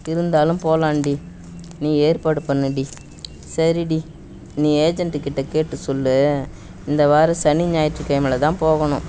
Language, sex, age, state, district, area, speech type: Tamil, female, 60+, Tamil Nadu, Kallakurichi, rural, spontaneous